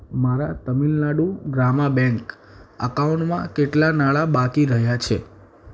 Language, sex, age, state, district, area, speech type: Gujarati, male, 18-30, Gujarat, Ahmedabad, urban, read